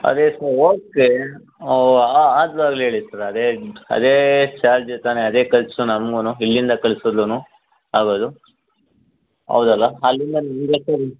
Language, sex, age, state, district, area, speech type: Kannada, male, 45-60, Karnataka, Chikkaballapur, urban, conversation